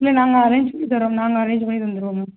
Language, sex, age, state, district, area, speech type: Tamil, female, 18-30, Tamil Nadu, Sivaganga, rural, conversation